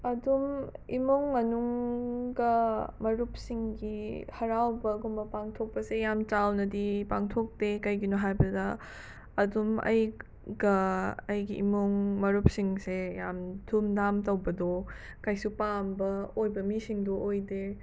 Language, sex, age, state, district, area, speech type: Manipuri, other, 45-60, Manipur, Imphal West, urban, spontaneous